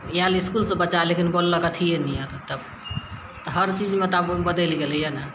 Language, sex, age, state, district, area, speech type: Maithili, female, 60+, Bihar, Madhepura, urban, spontaneous